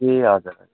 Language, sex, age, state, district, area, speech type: Nepali, male, 30-45, West Bengal, Darjeeling, rural, conversation